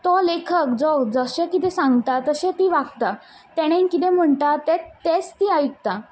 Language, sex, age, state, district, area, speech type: Goan Konkani, female, 18-30, Goa, Quepem, rural, spontaneous